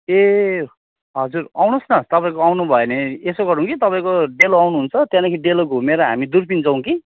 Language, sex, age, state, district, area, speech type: Nepali, male, 30-45, West Bengal, Kalimpong, rural, conversation